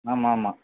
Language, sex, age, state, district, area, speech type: Tamil, male, 45-60, Tamil Nadu, Vellore, rural, conversation